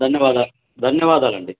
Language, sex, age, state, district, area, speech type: Telugu, male, 45-60, Andhra Pradesh, Sri Satya Sai, urban, conversation